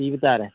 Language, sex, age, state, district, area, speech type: Manipuri, male, 45-60, Manipur, Imphal East, rural, conversation